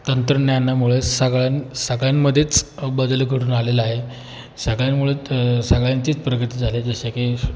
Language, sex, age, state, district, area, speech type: Marathi, male, 18-30, Maharashtra, Jalna, rural, spontaneous